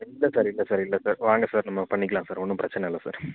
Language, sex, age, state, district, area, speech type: Tamil, male, 18-30, Tamil Nadu, Viluppuram, urban, conversation